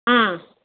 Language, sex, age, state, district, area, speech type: Tamil, female, 18-30, Tamil Nadu, Tiruvallur, urban, conversation